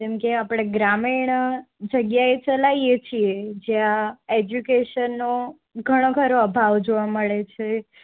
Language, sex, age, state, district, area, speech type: Gujarati, female, 18-30, Gujarat, Morbi, urban, conversation